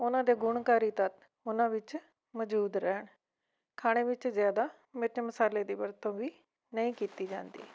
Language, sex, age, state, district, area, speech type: Punjabi, female, 45-60, Punjab, Fatehgarh Sahib, rural, spontaneous